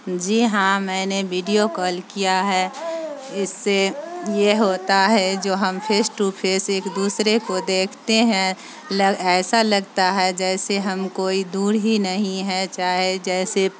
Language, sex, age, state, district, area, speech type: Urdu, female, 45-60, Bihar, Supaul, rural, spontaneous